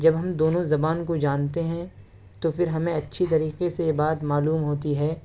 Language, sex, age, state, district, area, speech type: Urdu, male, 18-30, Delhi, South Delhi, urban, spontaneous